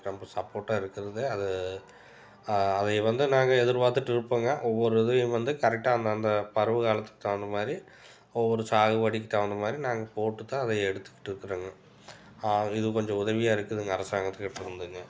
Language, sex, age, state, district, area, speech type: Tamil, male, 45-60, Tamil Nadu, Tiruppur, urban, spontaneous